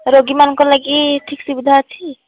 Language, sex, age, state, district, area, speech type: Odia, female, 30-45, Odisha, Sambalpur, rural, conversation